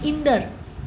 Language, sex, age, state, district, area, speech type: Sindhi, female, 45-60, Maharashtra, Mumbai Suburban, urban, read